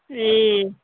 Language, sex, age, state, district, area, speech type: Nepali, female, 60+, West Bengal, Kalimpong, rural, conversation